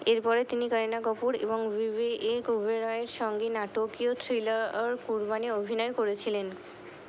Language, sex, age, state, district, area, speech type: Bengali, female, 60+, West Bengal, Purba Bardhaman, urban, read